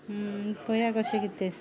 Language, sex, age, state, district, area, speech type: Goan Konkani, female, 45-60, Goa, Ponda, rural, spontaneous